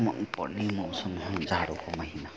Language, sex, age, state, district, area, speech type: Nepali, male, 45-60, West Bengal, Kalimpong, rural, spontaneous